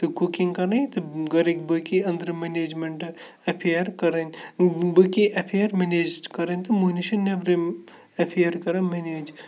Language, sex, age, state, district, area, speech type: Kashmiri, male, 18-30, Jammu and Kashmir, Kupwara, rural, spontaneous